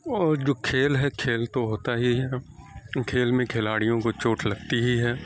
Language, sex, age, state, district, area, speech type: Urdu, male, 18-30, Bihar, Saharsa, rural, spontaneous